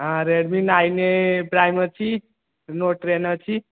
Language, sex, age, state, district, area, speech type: Odia, male, 18-30, Odisha, Khordha, rural, conversation